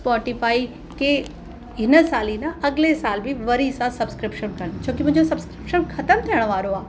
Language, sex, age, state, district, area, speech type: Sindhi, female, 30-45, Uttar Pradesh, Lucknow, urban, spontaneous